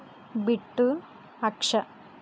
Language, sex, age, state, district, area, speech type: Telugu, female, 45-60, Andhra Pradesh, Konaseema, rural, spontaneous